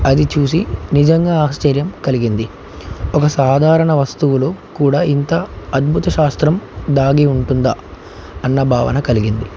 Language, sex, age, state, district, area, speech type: Telugu, male, 18-30, Telangana, Nagarkurnool, urban, spontaneous